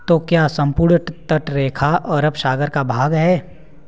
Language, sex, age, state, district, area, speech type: Hindi, male, 18-30, Uttar Pradesh, Azamgarh, rural, read